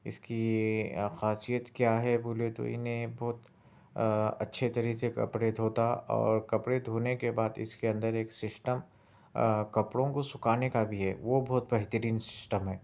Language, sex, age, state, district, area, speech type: Urdu, male, 30-45, Telangana, Hyderabad, urban, spontaneous